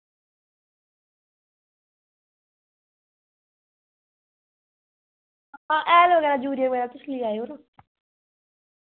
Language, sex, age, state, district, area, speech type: Dogri, female, 18-30, Jammu and Kashmir, Reasi, urban, conversation